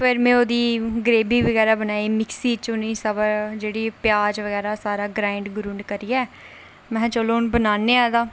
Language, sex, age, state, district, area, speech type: Dogri, female, 18-30, Jammu and Kashmir, Reasi, rural, spontaneous